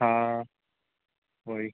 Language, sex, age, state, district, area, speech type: Hindi, male, 30-45, Madhya Pradesh, Harda, urban, conversation